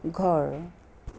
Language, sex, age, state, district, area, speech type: Assamese, female, 60+, Assam, Charaideo, urban, read